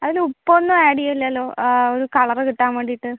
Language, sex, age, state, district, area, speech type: Malayalam, female, 30-45, Kerala, Palakkad, rural, conversation